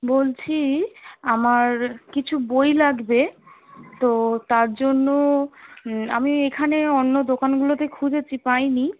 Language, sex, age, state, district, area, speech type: Bengali, female, 18-30, West Bengal, Kolkata, urban, conversation